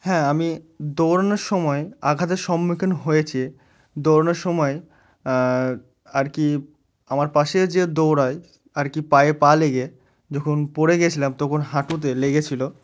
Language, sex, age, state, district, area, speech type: Bengali, male, 18-30, West Bengal, Murshidabad, urban, spontaneous